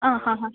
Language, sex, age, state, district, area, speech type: Malayalam, female, 30-45, Kerala, Idukki, rural, conversation